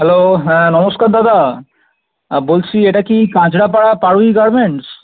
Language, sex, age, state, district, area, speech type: Bengali, male, 18-30, West Bengal, North 24 Parganas, urban, conversation